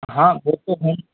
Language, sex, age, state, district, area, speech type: Hindi, male, 30-45, Rajasthan, Jaipur, urban, conversation